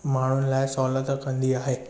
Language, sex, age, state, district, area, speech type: Sindhi, male, 18-30, Maharashtra, Thane, urban, spontaneous